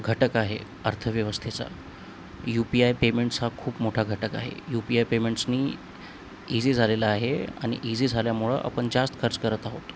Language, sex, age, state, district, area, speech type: Marathi, male, 18-30, Maharashtra, Nanded, urban, spontaneous